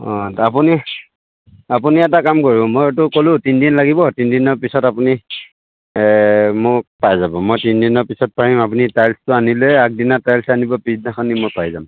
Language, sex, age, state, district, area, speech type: Assamese, male, 30-45, Assam, Lakhimpur, urban, conversation